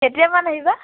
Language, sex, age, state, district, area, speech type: Assamese, female, 60+, Assam, Dhemaji, rural, conversation